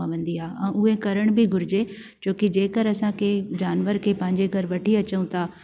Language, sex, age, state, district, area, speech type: Sindhi, female, 45-60, Delhi, South Delhi, urban, spontaneous